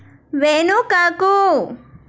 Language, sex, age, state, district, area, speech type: Telugu, female, 18-30, Andhra Pradesh, East Godavari, rural, read